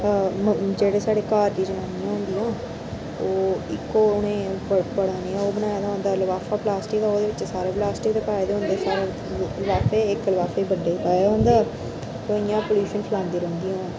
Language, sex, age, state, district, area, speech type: Dogri, female, 60+, Jammu and Kashmir, Reasi, rural, spontaneous